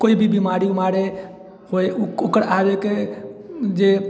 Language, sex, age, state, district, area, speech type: Maithili, male, 18-30, Bihar, Sitamarhi, rural, spontaneous